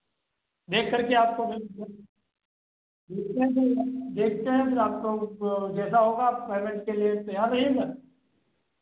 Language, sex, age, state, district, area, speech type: Hindi, male, 30-45, Uttar Pradesh, Sitapur, rural, conversation